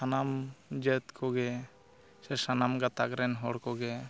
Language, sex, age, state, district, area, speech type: Santali, male, 18-30, West Bengal, Purulia, rural, spontaneous